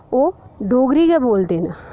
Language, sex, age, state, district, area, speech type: Dogri, female, 18-30, Jammu and Kashmir, Udhampur, rural, spontaneous